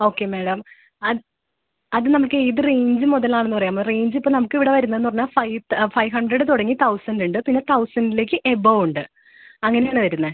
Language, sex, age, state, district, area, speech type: Malayalam, female, 30-45, Kerala, Ernakulam, rural, conversation